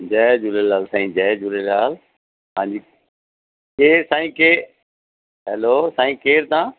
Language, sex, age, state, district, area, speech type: Sindhi, male, 45-60, Delhi, South Delhi, urban, conversation